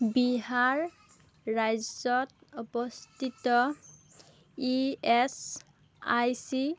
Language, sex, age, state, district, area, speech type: Assamese, female, 30-45, Assam, Darrang, rural, read